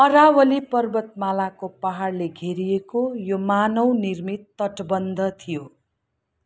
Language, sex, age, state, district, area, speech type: Nepali, female, 45-60, West Bengal, Kalimpong, rural, read